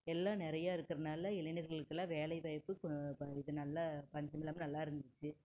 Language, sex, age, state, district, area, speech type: Tamil, female, 45-60, Tamil Nadu, Erode, rural, spontaneous